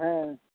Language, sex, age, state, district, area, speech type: Bengali, male, 45-60, West Bengal, Dakshin Dinajpur, rural, conversation